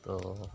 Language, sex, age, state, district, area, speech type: Assamese, male, 30-45, Assam, Goalpara, urban, spontaneous